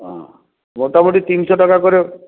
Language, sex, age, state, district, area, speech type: Bengali, male, 60+, West Bengal, Purulia, rural, conversation